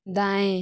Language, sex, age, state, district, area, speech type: Hindi, female, 30-45, Uttar Pradesh, Mau, rural, read